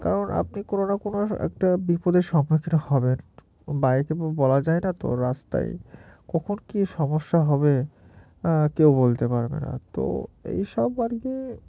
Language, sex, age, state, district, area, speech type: Bengali, male, 18-30, West Bengal, Murshidabad, urban, spontaneous